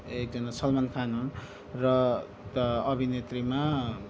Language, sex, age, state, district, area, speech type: Nepali, male, 18-30, West Bengal, Darjeeling, rural, spontaneous